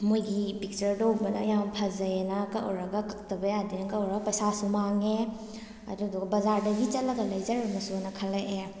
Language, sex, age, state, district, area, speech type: Manipuri, female, 18-30, Manipur, Kakching, rural, spontaneous